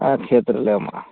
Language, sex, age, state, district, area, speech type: Santali, male, 45-60, West Bengal, Purulia, rural, conversation